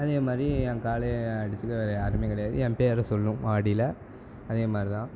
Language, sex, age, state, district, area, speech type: Tamil, male, 18-30, Tamil Nadu, Tirunelveli, rural, spontaneous